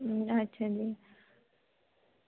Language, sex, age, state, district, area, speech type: Dogri, female, 18-30, Jammu and Kashmir, Samba, rural, conversation